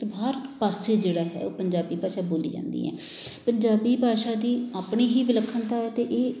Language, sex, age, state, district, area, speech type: Punjabi, female, 30-45, Punjab, Amritsar, urban, spontaneous